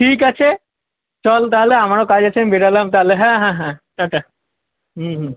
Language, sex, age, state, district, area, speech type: Bengali, male, 18-30, West Bengal, Kolkata, urban, conversation